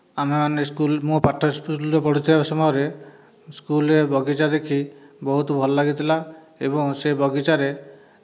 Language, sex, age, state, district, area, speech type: Odia, male, 60+, Odisha, Dhenkanal, rural, spontaneous